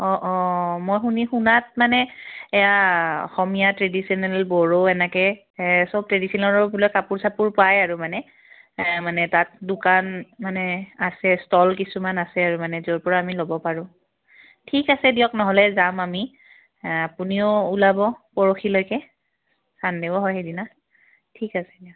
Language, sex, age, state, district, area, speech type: Assamese, female, 30-45, Assam, Kamrup Metropolitan, urban, conversation